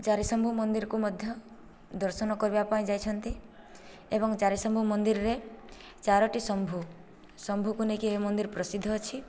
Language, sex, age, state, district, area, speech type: Odia, female, 18-30, Odisha, Boudh, rural, spontaneous